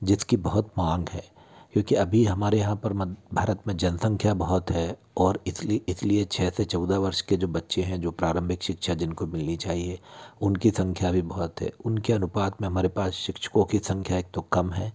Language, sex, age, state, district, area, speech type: Hindi, male, 60+, Madhya Pradesh, Bhopal, urban, spontaneous